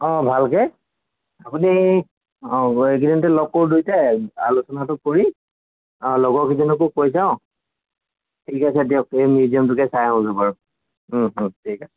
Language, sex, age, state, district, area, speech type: Assamese, male, 30-45, Assam, Golaghat, urban, conversation